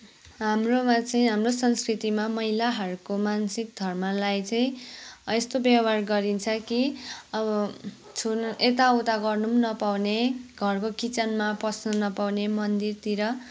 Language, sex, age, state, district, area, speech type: Nepali, female, 18-30, West Bengal, Kalimpong, rural, spontaneous